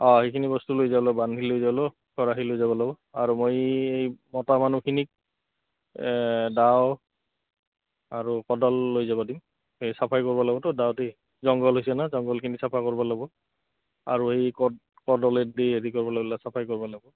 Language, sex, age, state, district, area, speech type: Assamese, male, 30-45, Assam, Goalpara, urban, conversation